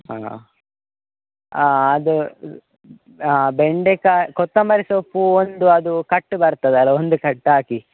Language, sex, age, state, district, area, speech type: Kannada, male, 18-30, Karnataka, Dakshina Kannada, rural, conversation